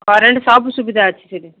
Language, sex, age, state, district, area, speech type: Odia, female, 30-45, Odisha, Ganjam, urban, conversation